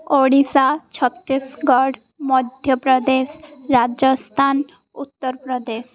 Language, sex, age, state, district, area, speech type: Odia, female, 18-30, Odisha, Koraput, urban, spontaneous